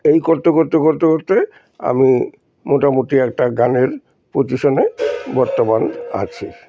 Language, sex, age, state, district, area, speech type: Bengali, male, 60+, West Bengal, Alipurduar, rural, spontaneous